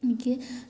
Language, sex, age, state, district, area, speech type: Malayalam, female, 18-30, Kerala, Kottayam, urban, spontaneous